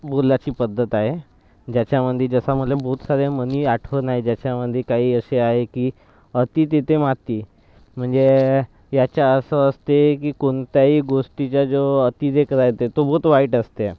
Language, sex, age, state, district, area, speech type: Marathi, male, 30-45, Maharashtra, Nagpur, rural, spontaneous